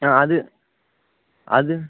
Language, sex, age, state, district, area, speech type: Tamil, male, 18-30, Tamil Nadu, Ariyalur, rural, conversation